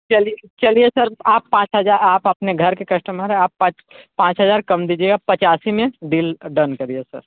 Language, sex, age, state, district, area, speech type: Hindi, male, 45-60, Uttar Pradesh, Sonbhadra, rural, conversation